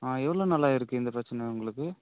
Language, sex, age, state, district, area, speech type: Tamil, male, 30-45, Tamil Nadu, Ariyalur, rural, conversation